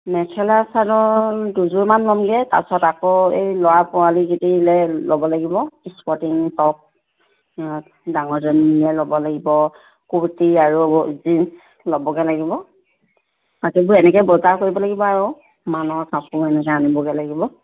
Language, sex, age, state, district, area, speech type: Assamese, female, 30-45, Assam, Tinsukia, urban, conversation